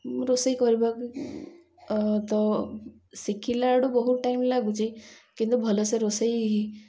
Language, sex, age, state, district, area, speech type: Odia, female, 30-45, Odisha, Ganjam, urban, spontaneous